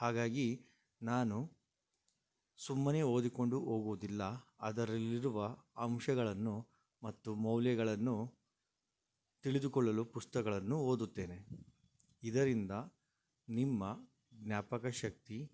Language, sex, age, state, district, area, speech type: Kannada, male, 30-45, Karnataka, Shimoga, rural, spontaneous